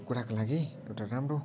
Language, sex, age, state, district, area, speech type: Nepali, male, 18-30, West Bengal, Kalimpong, rural, spontaneous